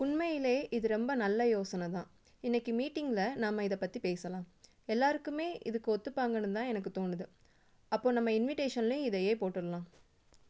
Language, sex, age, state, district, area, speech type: Tamil, female, 18-30, Tamil Nadu, Madurai, urban, read